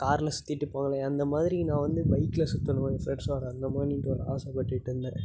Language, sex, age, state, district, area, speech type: Tamil, male, 18-30, Tamil Nadu, Tiruppur, urban, spontaneous